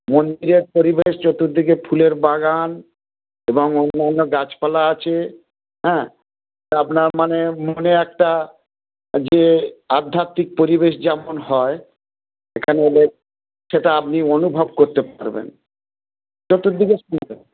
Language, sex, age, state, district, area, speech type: Bengali, male, 45-60, West Bengal, Dakshin Dinajpur, rural, conversation